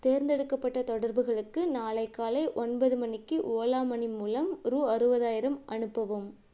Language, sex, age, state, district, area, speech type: Tamil, female, 18-30, Tamil Nadu, Erode, rural, read